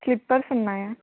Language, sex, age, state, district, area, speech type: Telugu, female, 18-30, Telangana, Adilabad, urban, conversation